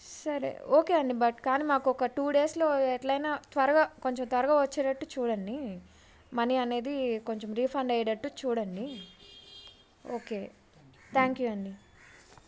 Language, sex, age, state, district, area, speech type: Telugu, female, 18-30, Andhra Pradesh, Bapatla, urban, spontaneous